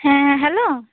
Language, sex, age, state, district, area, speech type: Santali, female, 18-30, West Bengal, Purba Bardhaman, rural, conversation